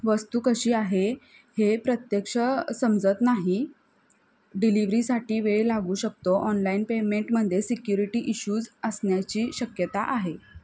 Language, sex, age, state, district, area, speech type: Marathi, female, 18-30, Maharashtra, Kolhapur, urban, spontaneous